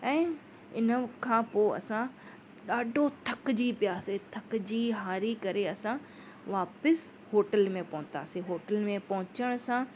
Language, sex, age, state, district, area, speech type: Sindhi, female, 30-45, Maharashtra, Mumbai Suburban, urban, spontaneous